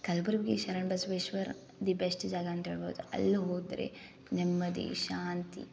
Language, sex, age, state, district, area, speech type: Kannada, female, 18-30, Karnataka, Gulbarga, urban, spontaneous